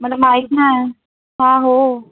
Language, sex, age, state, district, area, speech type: Marathi, female, 18-30, Maharashtra, Solapur, urban, conversation